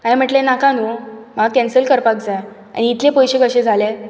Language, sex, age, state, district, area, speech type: Goan Konkani, female, 18-30, Goa, Bardez, urban, spontaneous